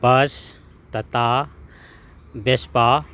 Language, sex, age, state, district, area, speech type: Manipuri, male, 45-60, Manipur, Kakching, rural, spontaneous